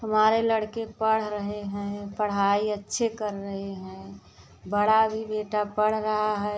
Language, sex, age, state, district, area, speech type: Hindi, female, 45-60, Uttar Pradesh, Prayagraj, urban, spontaneous